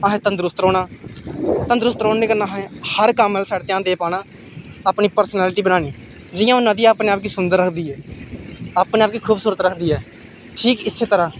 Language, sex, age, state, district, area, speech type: Dogri, male, 18-30, Jammu and Kashmir, Samba, rural, spontaneous